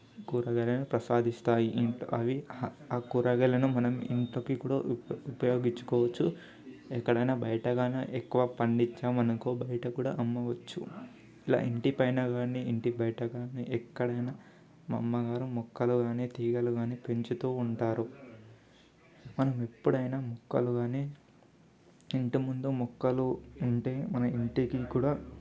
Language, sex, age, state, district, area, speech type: Telugu, male, 18-30, Telangana, Ranga Reddy, urban, spontaneous